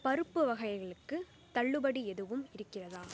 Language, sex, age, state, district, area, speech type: Tamil, female, 18-30, Tamil Nadu, Pudukkottai, rural, read